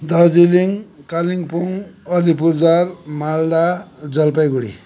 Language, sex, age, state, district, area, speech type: Nepali, male, 60+, West Bengal, Kalimpong, rural, spontaneous